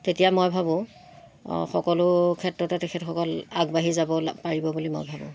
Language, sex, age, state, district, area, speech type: Assamese, female, 60+, Assam, Golaghat, rural, spontaneous